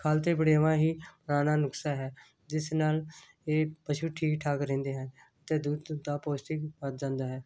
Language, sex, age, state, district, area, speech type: Punjabi, female, 60+, Punjab, Hoshiarpur, rural, spontaneous